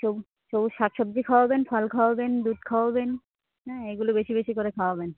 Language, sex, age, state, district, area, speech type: Bengali, female, 30-45, West Bengal, Cooch Behar, urban, conversation